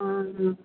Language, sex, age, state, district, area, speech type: Hindi, female, 60+, Uttar Pradesh, Pratapgarh, rural, conversation